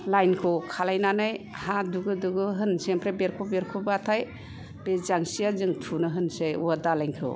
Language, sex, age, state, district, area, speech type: Bodo, female, 60+, Assam, Kokrajhar, rural, spontaneous